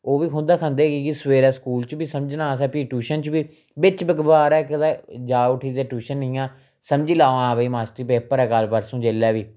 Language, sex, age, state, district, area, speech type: Dogri, male, 30-45, Jammu and Kashmir, Reasi, rural, spontaneous